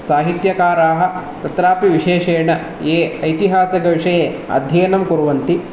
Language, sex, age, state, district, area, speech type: Sanskrit, male, 30-45, Karnataka, Bangalore Urban, urban, spontaneous